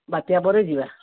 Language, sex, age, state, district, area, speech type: Odia, female, 45-60, Odisha, Angul, rural, conversation